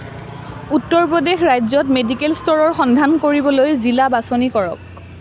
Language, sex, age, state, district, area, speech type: Assamese, female, 18-30, Assam, Nalbari, rural, read